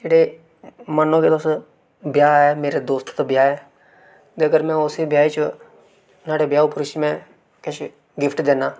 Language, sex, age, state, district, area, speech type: Dogri, male, 18-30, Jammu and Kashmir, Reasi, urban, spontaneous